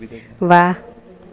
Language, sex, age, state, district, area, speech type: Sindhi, female, 30-45, Gujarat, Junagadh, rural, read